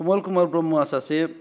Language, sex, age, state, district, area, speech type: Bodo, male, 30-45, Assam, Baksa, rural, spontaneous